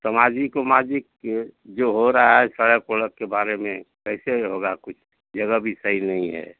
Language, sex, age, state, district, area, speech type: Hindi, male, 60+, Uttar Pradesh, Mau, rural, conversation